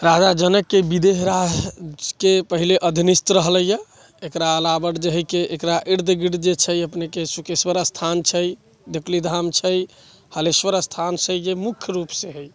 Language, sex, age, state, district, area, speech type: Maithili, male, 60+, Bihar, Sitamarhi, rural, spontaneous